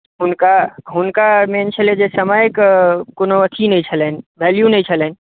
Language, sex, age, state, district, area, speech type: Maithili, male, 18-30, Bihar, Madhubani, rural, conversation